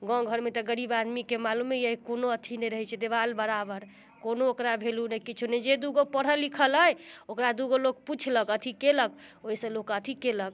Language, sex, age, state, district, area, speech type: Maithili, female, 30-45, Bihar, Muzaffarpur, rural, spontaneous